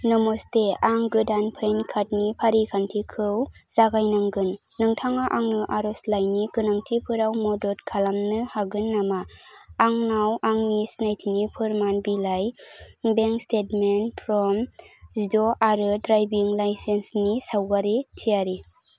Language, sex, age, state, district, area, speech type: Bodo, female, 18-30, Assam, Kokrajhar, rural, read